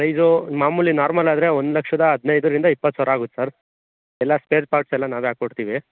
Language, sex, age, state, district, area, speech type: Kannada, male, 18-30, Karnataka, Chikkaballapur, rural, conversation